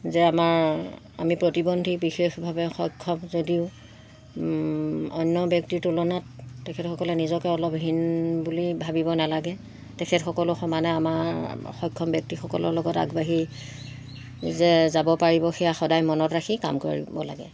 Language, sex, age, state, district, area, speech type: Assamese, female, 60+, Assam, Golaghat, rural, spontaneous